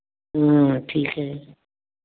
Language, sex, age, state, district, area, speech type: Hindi, female, 60+, Uttar Pradesh, Varanasi, rural, conversation